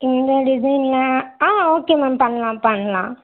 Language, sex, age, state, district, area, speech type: Tamil, female, 18-30, Tamil Nadu, Madurai, urban, conversation